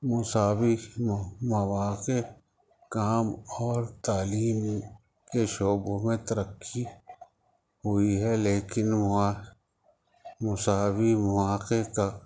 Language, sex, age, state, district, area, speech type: Urdu, male, 45-60, Uttar Pradesh, Rampur, urban, spontaneous